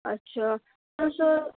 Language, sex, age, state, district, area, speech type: Urdu, female, 45-60, Delhi, Central Delhi, urban, conversation